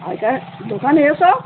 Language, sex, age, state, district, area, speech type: Bengali, female, 60+, West Bengal, Darjeeling, rural, conversation